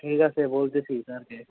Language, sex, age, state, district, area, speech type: Bengali, male, 18-30, West Bengal, Alipurduar, rural, conversation